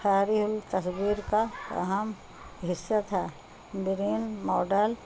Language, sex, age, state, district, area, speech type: Urdu, female, 60+, Bihar, Gaya, urban, spontaneous